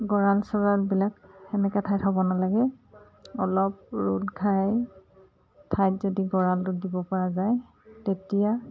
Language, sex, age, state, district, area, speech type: Assamese, female, 45-60, Assam, Dibrugarh, urban, spontaneous